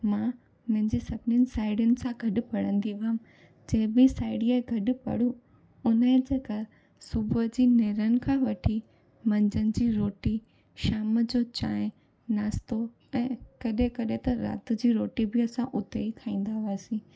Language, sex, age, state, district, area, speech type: Sindhi, female, 18-30, Gujarat, Junagadh, urban, spontaneous